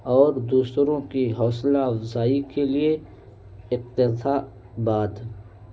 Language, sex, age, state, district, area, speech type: Urdu, male, 18-30, Uttar Pradesh, Balrampur, rural, spontaneous